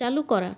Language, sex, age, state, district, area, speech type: Bengali, female, 18-30, West Bengal, Purulia, rural, read